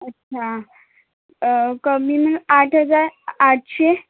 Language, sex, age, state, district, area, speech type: Marathi, female, 18-30, Maharashtra, Nagpur, urban, conversation